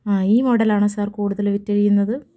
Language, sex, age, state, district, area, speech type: Malayalam, female, 30-45, Kerala, Malappuram, rural, spontaneous